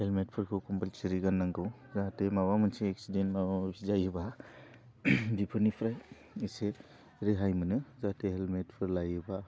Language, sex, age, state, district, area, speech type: Bodo, male, 18-30, Assam, Udalguri, urban, spontaneous